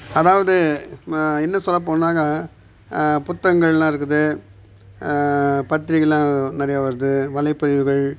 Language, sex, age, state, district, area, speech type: Tamil, male, 60+, Tamil Nadu, Viluppuram, rural, spontaneous